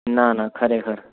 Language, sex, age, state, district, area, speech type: Gujarati, male, 18-30, Gujarat, Ahmedabad, urban, conversation